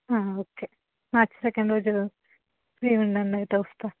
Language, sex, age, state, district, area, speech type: Telugu, female, 18-30, Telangana, Ranga Reddy, urban, conversation